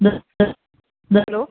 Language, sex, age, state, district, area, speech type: Punjabi, female, 30-45, Punjab, Mansa, urban, conversation